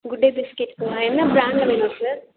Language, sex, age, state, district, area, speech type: Tamil, female, 18-30, Tamil Nadu, Chengalpattu, urban, conversation